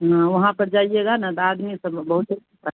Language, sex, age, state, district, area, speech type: Hindi, female, 45-60, Bihar, Madhepura, rural, conversation